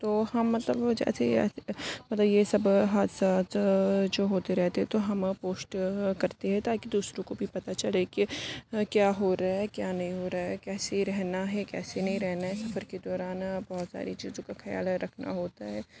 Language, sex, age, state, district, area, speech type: Urdu, female, 18-30, Uttar Pradesh, Aligarh, urban, spontaneous